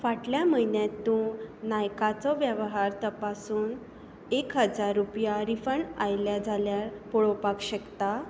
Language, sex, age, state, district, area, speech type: Goan Konkani, female, 30-45, Goa, Tiswadi, rural, read